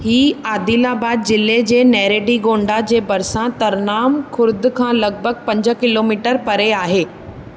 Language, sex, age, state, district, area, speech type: Sindhi, female, 18-30, Maharashtra, Thane, urban, read